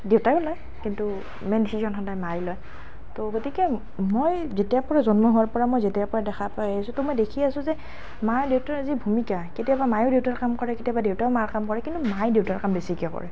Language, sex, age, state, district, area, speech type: Assamese, female, 18-30, Assam, Nalbari, rural, spontaneous